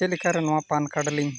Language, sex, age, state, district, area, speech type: Santali, male, 45-60, Odisha, Mayurbhanj, rural, spontaneous